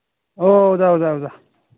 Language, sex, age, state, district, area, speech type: Manipuri, male, 45-60, Manipur, Imphal East, rural, conversation